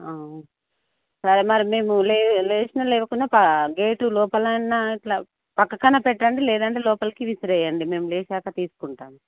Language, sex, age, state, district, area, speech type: Telugu, female, 45-60, Telangana, Karimnagar, urban, conversation